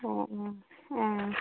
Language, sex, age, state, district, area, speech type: Assamese, female, 30-45, Assam, Sivasagar, rural, conversation